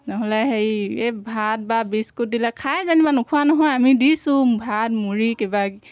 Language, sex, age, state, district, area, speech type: Assamese, female, 30-45, Assam, Golaghat, rural, spontaneous